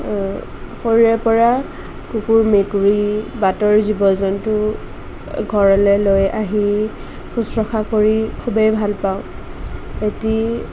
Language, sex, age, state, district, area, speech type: Assamese, female, 18-30, Assam, Sonitpur, rural, spontaneous